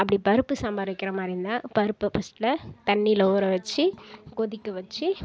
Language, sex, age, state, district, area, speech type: Tamil, female, 18-30, Tamil Nadu, Kallakurichi, rural, spontaneous